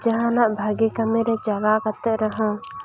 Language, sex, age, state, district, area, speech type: Santali, female, 18-30, West Bengal, Jhargram, rural, spontaneous